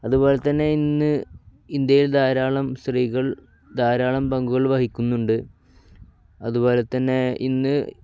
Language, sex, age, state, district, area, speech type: Malayalam, male, 18-30, Kerala, Kozhikode, rural, spontaneous